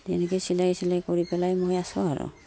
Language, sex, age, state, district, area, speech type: Assamese, female, 45-60, Assam, Udalguri, rural, spontaneous